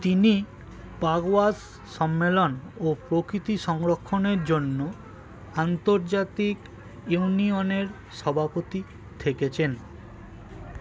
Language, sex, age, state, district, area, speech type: Bengali, male, 45-60, West Bengal, Birbhum, urban, read